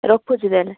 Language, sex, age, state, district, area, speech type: Odia, female, 30-45, Odisha, Balasore, rural, conversation